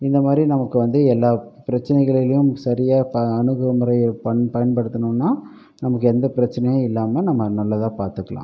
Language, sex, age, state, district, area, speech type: Tamil, male, 45-60, Tamil Nadu, Pudukkottai, rural, spontaneous